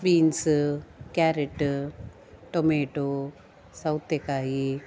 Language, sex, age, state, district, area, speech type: Kannada, female, 45-60, Karnataka, Dakshina Kannada, rural, spontaneous